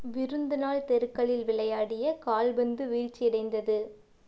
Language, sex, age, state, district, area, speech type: Tamil, female, 18-30, Tamil Nadu, Erode, rural, read